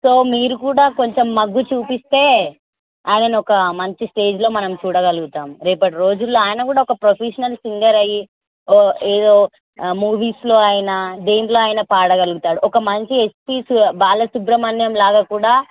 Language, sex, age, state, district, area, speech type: Telugu, female, 18-30, Telangana, Hyderabad, rural, conversation